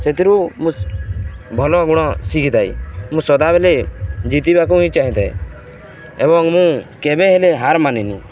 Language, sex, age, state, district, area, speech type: Odia, male, 18-30, Odisha, Balangir, urban, spontaneous